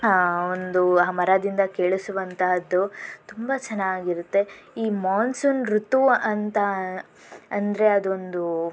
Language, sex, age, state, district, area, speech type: Kannada, female, 18-30, Karnataka, Davanagere, rural, spontaneous